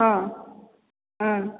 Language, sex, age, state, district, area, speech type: Odia, female, 45-60, Odisha, Sambalpur, rural, conversation